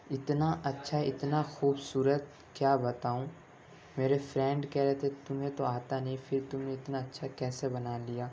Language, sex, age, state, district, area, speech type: Urdu, male, 18-30, Delhi, Central Delhi, urban, spontaneous